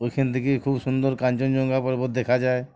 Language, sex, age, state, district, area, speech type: Bengali, male, 45-60, West Bengal, Uttar Dinajpur, urban, spontaneous